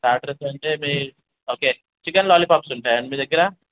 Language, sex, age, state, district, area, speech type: Telugu, male, 30-45, Telangana, Hyderabad, rural, conversation